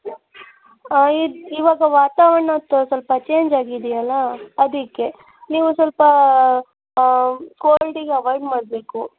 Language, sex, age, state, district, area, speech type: Kannada, female, 18-30, Karnataka, Davanagere, rural, conversation